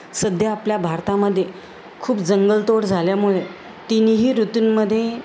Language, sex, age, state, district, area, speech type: Marathi, female, 45-60, Maharashtra, Jalna, urban, spontaneous